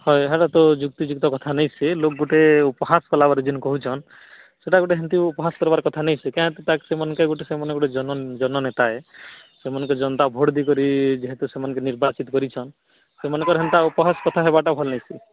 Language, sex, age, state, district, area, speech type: Odia, male, 18-30, Odisha, Nuapada, urban, conversation